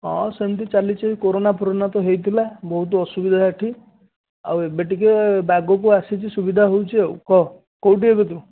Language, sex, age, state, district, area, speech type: Odia, male, 18-30, Odisha, Dhenkanal, rural, conversation